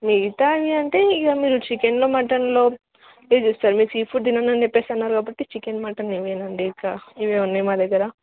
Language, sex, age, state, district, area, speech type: Telugu, female, 18-30, Telangana, Wanaparthy, urban, conversation